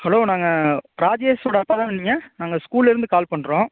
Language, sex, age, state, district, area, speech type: Tamil, male, 30-45, Tamil Nadu, Ariyalur, rural, conversation